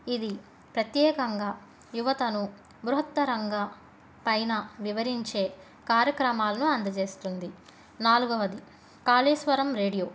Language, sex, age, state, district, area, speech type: Telugu, female, 30-45, Andhra Pradesh, Krishna, urban, spontaneous